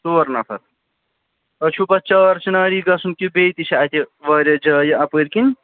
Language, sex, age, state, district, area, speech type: Kashmiri, male, 45-60, Jammu and Kashmir, Srinagar, urban, conversation